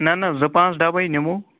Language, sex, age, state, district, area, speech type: Kashmiri, male, 45-60, Jammu and Kashmir, Srinagar, urban, conversation